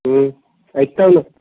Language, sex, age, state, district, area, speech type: Marathi, male, 18-30, Maharashtra, Amravati, rural, conversation